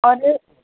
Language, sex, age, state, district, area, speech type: Punjabi, female, 18-30, Punjab, Muktsar, rural, conversation